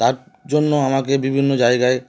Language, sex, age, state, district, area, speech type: Bengali, male, 30-45, West Bengal, Howrah, urban, spontaneous